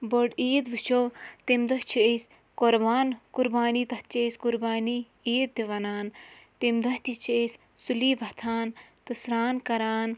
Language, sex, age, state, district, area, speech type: Kashmiri, female, 30-45, Jammu and Kashmir, Shopian, rural, spontaneous